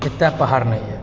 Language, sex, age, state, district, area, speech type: Maithili, male, 30-45, Bihar, Purnia, rural, spontaneous